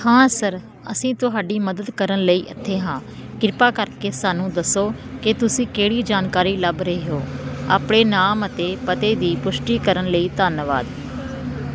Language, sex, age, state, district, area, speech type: Punjabi, female, 30-45, Punjab, Kapurthala, rural, read